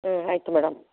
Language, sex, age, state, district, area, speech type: Kannada, female, 60+, Karnataka, Mandya, rural, conversation